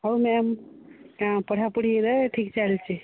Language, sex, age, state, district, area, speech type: Odia, female, 45-60, Odisha, Boudh, rural, conversation